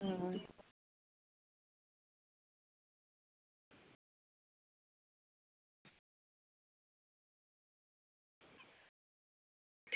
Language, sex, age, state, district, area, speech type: Dogri, female, 30-45, Jammu and Kashmir, Samba, rural, conversation